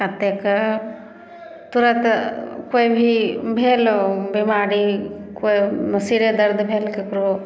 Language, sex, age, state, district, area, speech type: Maithili, female, 30-45, Bihar, Samastipur, urban, spontaneous